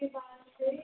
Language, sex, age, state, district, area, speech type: Hindi, female, 18-30, Rajasthan, Jaipur, urban, conversation